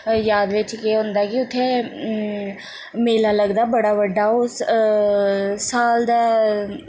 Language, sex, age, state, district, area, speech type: Dogri, female, 18-30, Jammu and Kashmir, Jammu, rural, spontaneous